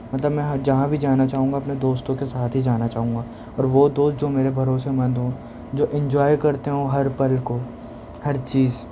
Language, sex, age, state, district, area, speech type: Urdu, male, 18-30, Delhi, Central Delhi, urban, spontaneous